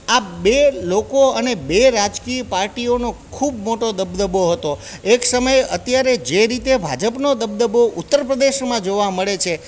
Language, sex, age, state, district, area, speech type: Gujarati, male, 45-60, Gujarat, Junagadh, urban, spontaneous